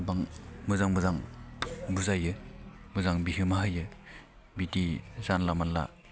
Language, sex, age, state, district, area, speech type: Bodo, male, 18-30, Assam, Baksa, rural, spontaneous